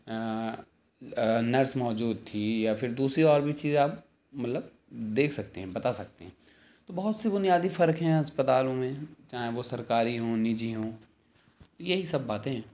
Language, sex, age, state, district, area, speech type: Urdu, male, 30-45, Delhi, South Delhi, rural, spontaneous